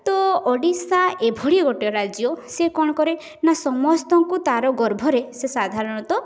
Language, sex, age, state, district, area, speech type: Odia, female, 18-30, Odisha, Mayurbhanj, rural, spontaneous